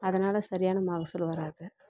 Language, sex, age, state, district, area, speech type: Tamil, female, 30-45, Tamil Nadu, Dharmapuri, rural, spontaneous